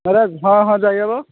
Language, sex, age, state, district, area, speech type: Odia, male, 45-60, Odisha, Kendujhar, urban, conversation